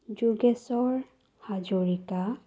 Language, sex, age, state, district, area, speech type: Assamese, female, 30-45, Assam, Sonitpur, rural, spontaneous